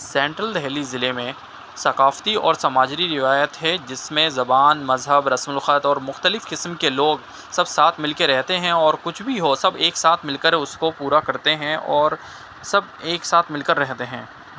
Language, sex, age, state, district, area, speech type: Urdu, male, 30-45, Delhi, Central Delhi, urban, spontaneous